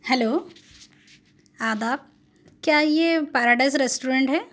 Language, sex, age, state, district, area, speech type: Urdu, female, 30-45, Telangana, Hyderabad, urban, spontaneous